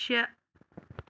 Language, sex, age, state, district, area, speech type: Kashmiri, female, 30-45, Jammu and Kashmir, Anantnag, rural, read